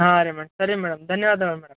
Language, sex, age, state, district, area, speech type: Kannada, male, 18-30, Karnataka, Yadgir, urban, conversation